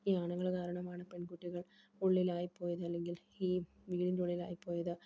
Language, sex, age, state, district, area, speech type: Malayalam, female, 18-30, Kerala, Palakkad, rural, spontaneous